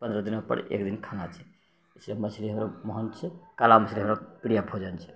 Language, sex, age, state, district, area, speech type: Maithili, male, 60+, Bihar, Purnia, urban, spontaneous